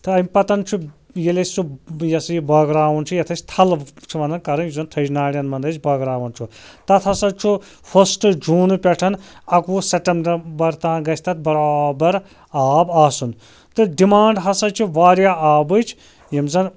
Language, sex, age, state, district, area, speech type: Kashmiri, male, 30-45, Jammu and Kashmir, Anantnag, rural, spontaneous